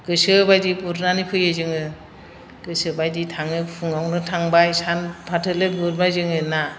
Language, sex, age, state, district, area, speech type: Bodo, female, 60+, Assam, Chirang, urban, spontaneous